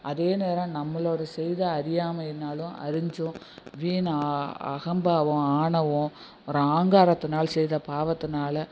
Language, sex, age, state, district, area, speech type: Tamil, female, 60+, Tamil Nadu, Nagapattinam, rural, spontaneous